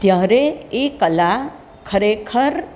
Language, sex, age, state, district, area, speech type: Gujarati, female, 60+, Gujarat, Surat, urban, spontaneous